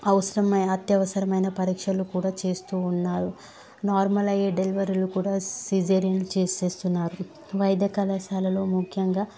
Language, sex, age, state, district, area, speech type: Telugu, female, 30-45, Telangana, Medchal, urban, spontaneous